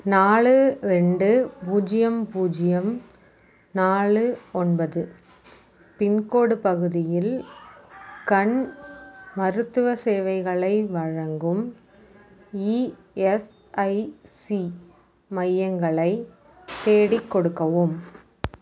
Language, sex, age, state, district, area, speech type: Tamil, female, 30-45, Tamil Nadu, Mayiladuthurai, rural, read